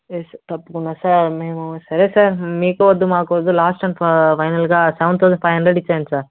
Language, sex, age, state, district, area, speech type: Telugu, male, 45-60, Andhra Pradesh, Chittoor, urban, conversation